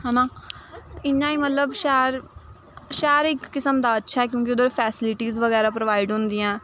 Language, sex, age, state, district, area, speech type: Dogri, female, 18-30, Jammu and Kashmir, Samba, rural, spontaneous